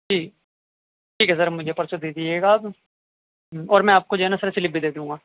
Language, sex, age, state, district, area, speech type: Urdu, male, 30-45, Delhi, North West Delhi, urban, conversation